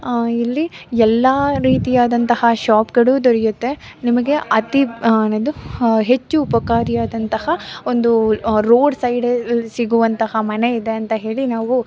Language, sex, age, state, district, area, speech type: Kannada, female, 18-30, Karnataka, Mysore, rural, spontaneous